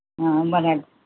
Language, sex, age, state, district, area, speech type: Tamil, female, 60+, Tamil Nadu, Ariyalur, rural, conversation